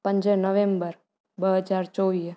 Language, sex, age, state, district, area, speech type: Sindhi, female, 18-30, Gujarat, Junagadh, rural, spontaneous